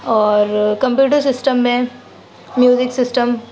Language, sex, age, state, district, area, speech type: Urdu, female, 45-60, Uttar Pradesh, Gautam Buddha Nagar, urban, spontaneous